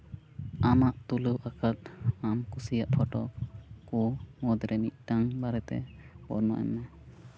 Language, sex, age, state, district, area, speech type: Santali, male, 18-30, West Bengal, Uttar Dinajpur, rural, spontaneous